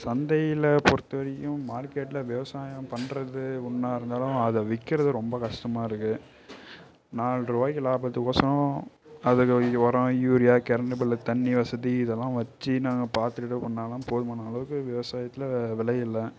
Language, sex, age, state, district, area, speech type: Tamil, male, 18-30, Tamil Nadu, Kallakurichi, urban, spontaneous